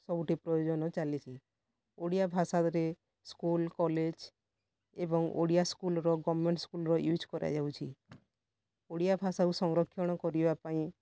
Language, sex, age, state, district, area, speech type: Odia, female, 45-60, Odisha, Kalahandi, rural, spontaneous